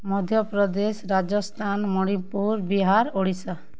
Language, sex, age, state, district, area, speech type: Odia, female, 30-45, Odisha, Kalahandi, rural, spontaneous